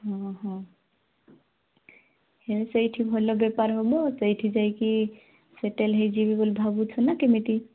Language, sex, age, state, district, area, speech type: Odia, female, 18-30, Odisha, Nabarangpur, urban, conversation